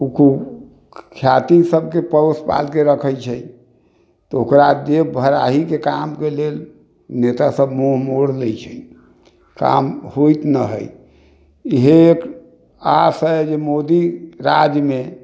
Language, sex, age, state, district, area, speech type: Maithili, male, 60+, Bihar, Sitamarhi, rural, spontaneous